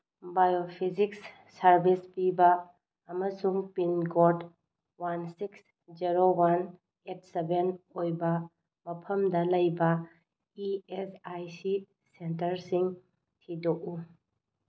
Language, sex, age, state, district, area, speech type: Manipuri, female, 30-45, Manipur, Bishnupur, rural, read